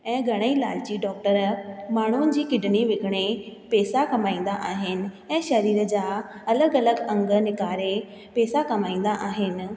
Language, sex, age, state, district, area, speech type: Sindhi, female, 18-30, Rajasthan, Ajmer, urban, spontaneous